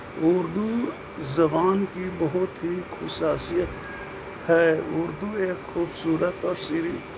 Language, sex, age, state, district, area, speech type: Urdu, male, 60+, Bihar, Gaya, urban, spontaneous